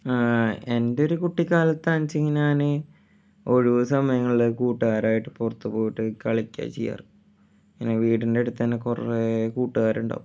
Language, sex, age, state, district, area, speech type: Malayalam, male, 18-30, Kerala, Thrissur, rural, spontaneous